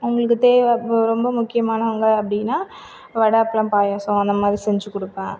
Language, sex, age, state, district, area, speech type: Tamil, female, 45-60, Tamil Nadu, Cuddalore, rural, spontaneous